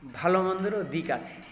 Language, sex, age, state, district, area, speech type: Bengali, male, 60+, West Bengal, South 24 Parganas, rural, spontaneous